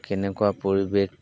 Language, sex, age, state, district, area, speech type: Assamese, male, 45-60, Assam, Golaghat, urban, spontaneous